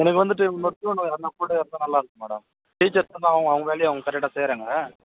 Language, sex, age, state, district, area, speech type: Tamil, male, 18-30, Tamil Nadu, Ranipet, urban, conversation